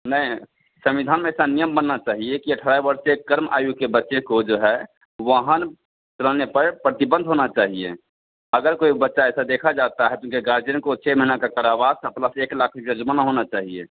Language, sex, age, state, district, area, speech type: Hindi, male, 45-60, Bihar, Begusarai, rural, conversation